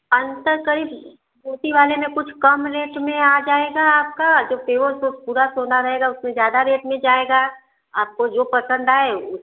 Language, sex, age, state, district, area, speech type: Hindi, female, 45-60, Uttar Pradesh, Varanasi, urban, conversation